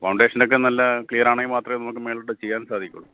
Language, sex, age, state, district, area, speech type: Malayalam, male, 30-45, Kerala, Thiruvananthapuram, urban, conversation